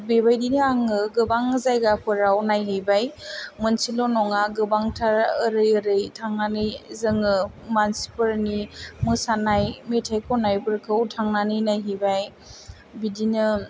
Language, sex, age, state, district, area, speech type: Bodo, female, 18-30, Assam, Chirang, urban, spontaneous